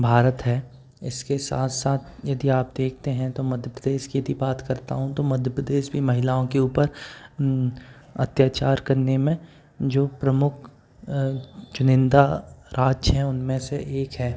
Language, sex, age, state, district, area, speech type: Hindi, male, 18-30, Madhya Pradesh, Bhopal, urban, spontaneous